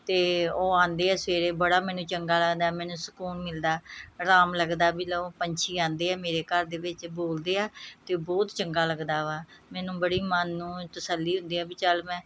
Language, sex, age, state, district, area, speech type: Punjabi, female, 45-60, Punjab, Gurdaspur, urban, spontaneous